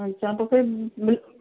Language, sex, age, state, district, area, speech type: Hindi, female, 18-30, Rajasthan, Karauli, rural, conversation